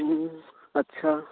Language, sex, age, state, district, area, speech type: Maithili, male, 30-45, Bihar, Muzaffarpur, urban, conversation